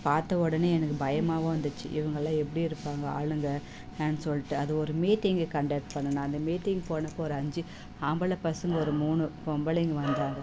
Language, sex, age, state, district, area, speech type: Tamil, female, 30-45, Tamil Nadu, Tirupattur, rural, spontaneous